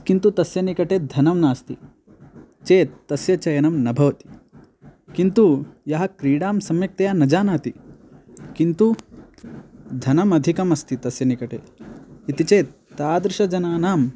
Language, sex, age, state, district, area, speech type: Sanskrit, male, 18-30, Karnataka, Belgaum, rural, spontaneous